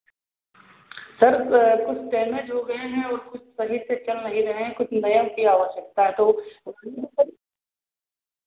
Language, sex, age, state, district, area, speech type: Hindi, male, 45-60, Uttar Pradesh, Sitapur, rural, conversation